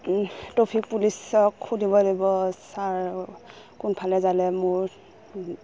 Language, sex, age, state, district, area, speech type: Assamese, female, 30-45, Assam, Udalguri, rural, spontaneous